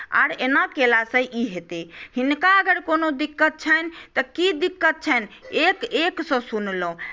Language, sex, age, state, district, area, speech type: Maithili, female, 60+, Bihar, Madhubani, rural, spontaneous